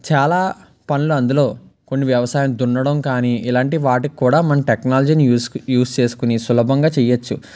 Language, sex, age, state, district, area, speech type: Telugu, male, 18-30, Andhra Pradesh, Palnadu, urban, spontaneous